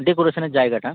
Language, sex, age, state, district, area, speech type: Bengali, male, 18-30, West Bengal, North 24 Parganas, rural, conversation